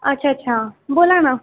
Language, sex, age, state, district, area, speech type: Marathi, female, 45-60, Maharashtra, Buldhana, rural, conversation